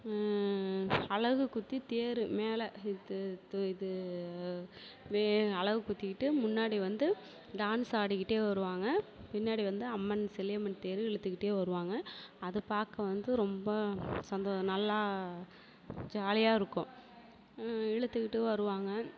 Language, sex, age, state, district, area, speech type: Tamil, female, 30-45, Tamil Nadu, Perambalur, rural, spontaneous